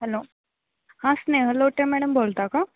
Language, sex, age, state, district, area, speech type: Marathi, female, 18-30, Maharashtra, Sangli, rural, conversation